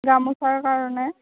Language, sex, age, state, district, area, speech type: Assamese, female, 18-30, Assam, Darrang, rural, conversation